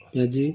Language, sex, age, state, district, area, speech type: Bengali, male, 60+, West Bengal, Birbhum, urban, spontaneous